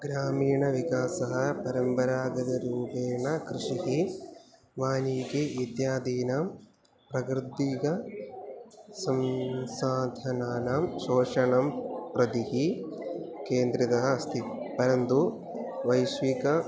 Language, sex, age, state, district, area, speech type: Sanskrit, male, 18-30, Kerala, Thiruvananthapuram, urban, spontaneous